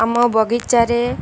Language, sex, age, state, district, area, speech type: Odia, female, 18-30, Odisha, Malkangiri, urban, spontaneous